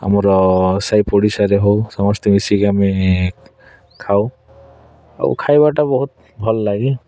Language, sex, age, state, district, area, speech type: Odia, male, 30-45, Odisha, Kalahandi, rural, spontaneous